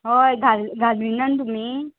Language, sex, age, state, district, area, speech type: Goan Konkani, female, 18-30, Goa, Murmgao, rural, conversation